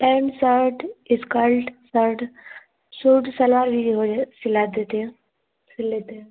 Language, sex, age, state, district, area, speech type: Hindi, female, 30-45, Uttar Pradesh, Azamgarh, urban, conversation